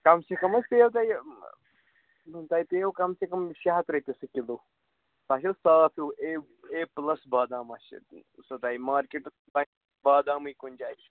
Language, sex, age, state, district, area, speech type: Kashmiri, male, 45-60, Jammu and Kashmir, Srinagar, urban, conversation